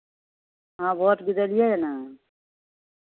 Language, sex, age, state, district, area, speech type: Maithili, female, 60+, Bihar, Madhepura, rural, conversation